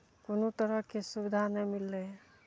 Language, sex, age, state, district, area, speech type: Maithili, female, 30-45, Bihar, Araria, rural, spontaneous